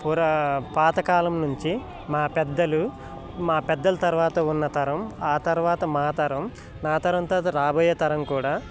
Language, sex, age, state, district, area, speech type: Telugu, male, 18-30, Telangana, Khammam, urban, spontaneous